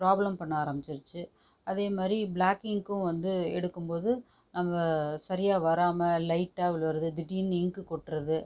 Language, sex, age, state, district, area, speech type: Tamil, female, 30-45, Tamil Nadu, Tiruchirappalli, rural, spontaneous